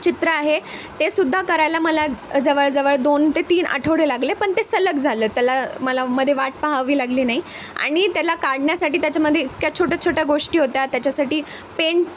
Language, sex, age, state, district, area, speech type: Marathi, female, 18-30, Maharashtra, Nanded, rural, spontaneous